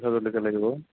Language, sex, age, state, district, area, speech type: Assamese, male, 60+, Assam, Morigaon, rural, conversation